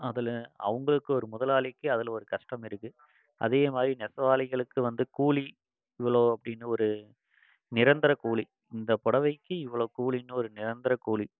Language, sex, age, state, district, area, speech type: Tamil, male, 30-45, Tamil Nadu, Coimbatore, rural, spontaneous